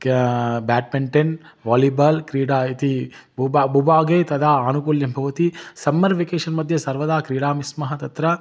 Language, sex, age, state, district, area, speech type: Sanskrit, male, 30-45, Telangana, Hyderabad, urban, spontaneous